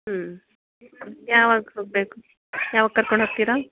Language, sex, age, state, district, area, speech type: Kannada, female, 30-45, Karnataka, Mysore, urban, conversation